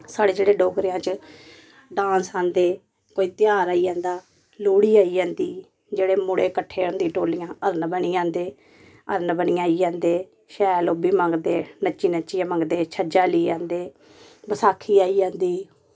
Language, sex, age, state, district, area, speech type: Dogri, female, 30-45, Jammu and Kashmir, Samba, rural, spontaneous